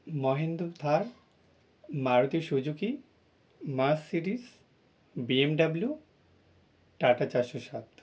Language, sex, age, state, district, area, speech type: Bengali, male, 30-45, West Bengal, North 24 Parganas, urban, spontaneous